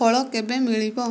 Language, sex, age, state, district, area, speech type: Odia, female, 45-60, Odisha, Kandhamal, rural, read